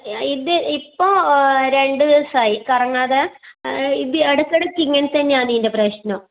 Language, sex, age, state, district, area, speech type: Malayalam, female, 30-45, Kerala, Kannur, rural, conversation